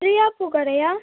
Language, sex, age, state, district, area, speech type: Tamil, female, 18-30, Tamil Nadu, Cuddalore, rural, conversation